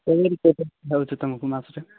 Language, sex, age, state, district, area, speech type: Odia, male, 18-30, Odisha, Nabarangpur, urban, conversation